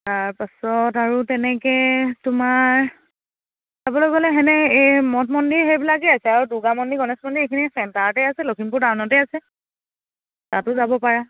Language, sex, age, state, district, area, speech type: Assamese, female, 18-30, Assam, Lakhimpur, rural, conversation